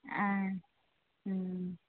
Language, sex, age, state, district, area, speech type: Telugu, female, 45-60, Andhra Pradesh, West Godavari, rural, conversation